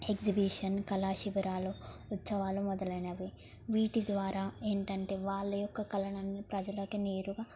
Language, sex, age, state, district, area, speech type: Telugu, female, 18-30, Telangana, Jangaon, urban, spontaneous